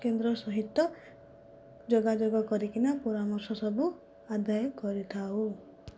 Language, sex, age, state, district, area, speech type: Odia, female, 45-60, Odisha, Kandhamal, rural, spontaneous